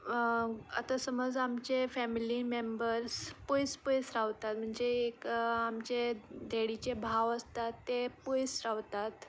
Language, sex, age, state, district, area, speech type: Goan Konkani, female, 18-30, Goa, Ponda, rural, spontaneous